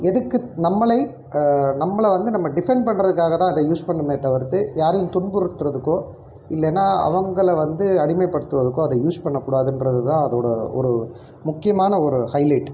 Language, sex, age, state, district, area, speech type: Tamil, male, 45-60, Tamil Nadu, Erode, urban, spontaneous